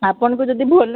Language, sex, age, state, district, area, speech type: Odia, female, 30-45, Odisha, Sambalpur, rural, conversation